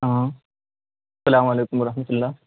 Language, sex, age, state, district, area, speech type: Urdu, male, 18-30, Bihar, Purnia, rural, conversation